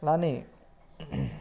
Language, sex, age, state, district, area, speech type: Telugu, male, 18-30, Telangana, Nalgonda, rural, spontaneous